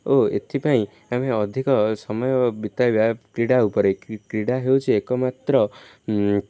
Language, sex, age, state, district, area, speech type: Odia, male, 18-30, Odisha, Jagatsinghpur, rural, spontaneous